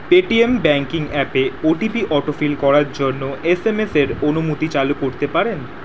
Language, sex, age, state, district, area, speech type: Bengali, male, 18-30, West Bengal, Kolkata, urban, read